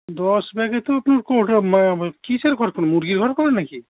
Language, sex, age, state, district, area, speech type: Bengali, male, 60+, West Bengal, Howrah, urban, conversation